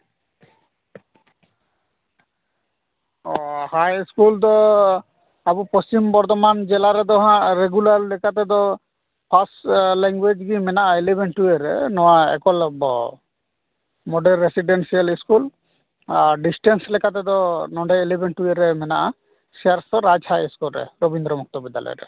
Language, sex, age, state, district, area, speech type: Santali, male, 30-45, West Bengal, Paschim Bardhaman, rural, conversation